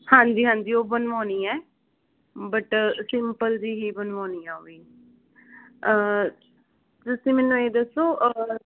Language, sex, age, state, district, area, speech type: Punjabi, female, 18-30, Punjab, Fazilka, rural, conversation